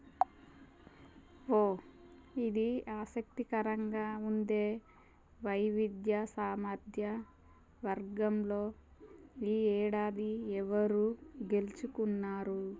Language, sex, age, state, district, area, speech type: Telugu, female, 30-45, Telangana, Warangal, rural, read